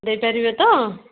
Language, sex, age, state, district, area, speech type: Odia, female, 30-45, Odisha, Kendujhar, urban, conversation